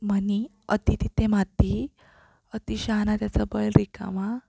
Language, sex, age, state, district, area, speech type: Marathi, female, 18-30, Maharashtra, Sindhudurg, rural, spontaneous